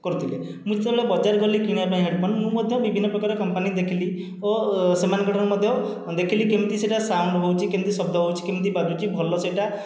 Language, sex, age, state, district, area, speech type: Odia, male, 30-45, Odisha, Khordha, rural, spontaneous